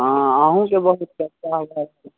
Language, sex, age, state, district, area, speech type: Maithili, male, 30-45, Bihar, Muzaffarpur, urban, conversation